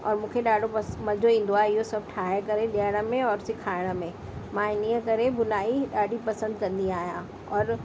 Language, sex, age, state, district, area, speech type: Sindhi, female, 45-60, Delhi, South Delhi, urban, spontaneous